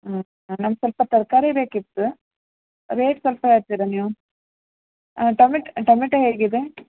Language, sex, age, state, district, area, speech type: Kannada, female, 30-45, Karnataka, Uttara Kannada, rural, conversation